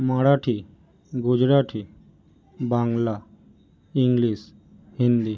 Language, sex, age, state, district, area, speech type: Bengali, male, 18-30, West Bengal, North 24 Parganas, urban, spontaneous